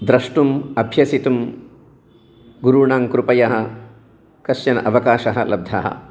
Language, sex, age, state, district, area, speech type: Sanskrit, male, 60+, Telangana, Jagtial, urban, spontaneous